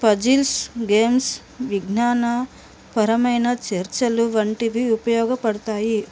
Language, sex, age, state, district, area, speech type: Telugu, female, 30-45, Telangana, Nizamabad, urban, spontaneous